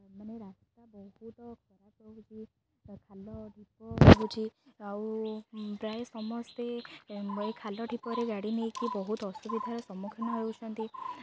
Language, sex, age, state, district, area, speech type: Odia, female, 18-30, Odisha, Jagatsinghpur, rural, spontaneous